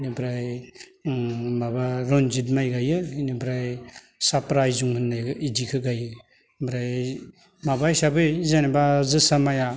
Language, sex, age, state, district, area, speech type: Bodo, male, 45-60, Assam, Baksa, urban, spontaneous